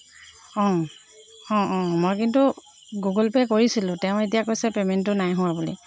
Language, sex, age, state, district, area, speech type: Assamese, female, 45-60, Assam, Jorhat, urban, spontaneous